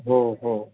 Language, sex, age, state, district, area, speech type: Marathi, male, 60+, Maharashtra, Mumbai Suburban, urban, conversation